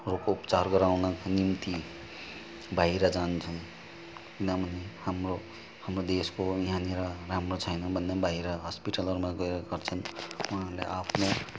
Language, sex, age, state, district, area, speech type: Nepali, male, 45-60, West Bengal, Kalimpong, rural, spontaneous